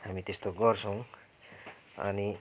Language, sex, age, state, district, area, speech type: Nepali, male, 30-45, West Bengal, Kalimpong, rural, spontaneous